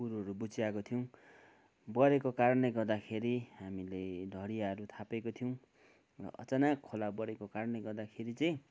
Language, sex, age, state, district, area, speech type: Nepali, male, 45-60, West Bengal, Kalimpong, rural, spontaneous